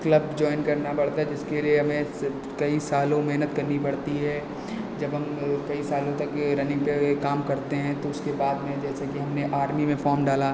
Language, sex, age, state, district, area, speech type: Hindi, male, 30-45, Uttar Pradesh, Lucknow, rural, spontaneous